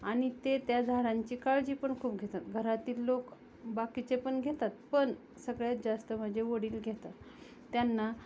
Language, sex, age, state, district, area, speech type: Marathi, female, 30-45, Maharashtra, Osmanabad, rural, spontaneous